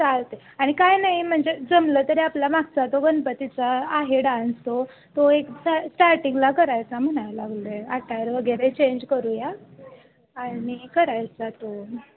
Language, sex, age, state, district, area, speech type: Marathi, female, 18-30, Maharashtra, Kolhapur, rural, conversation